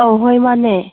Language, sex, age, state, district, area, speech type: Manipuri, female, 18-30, Manipur, Kangpokpi, urban, conversation